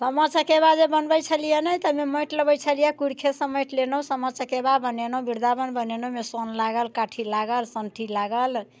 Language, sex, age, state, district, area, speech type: Maithili, female, 60+, Bihar, Muzaffarpur, urban, spontaneous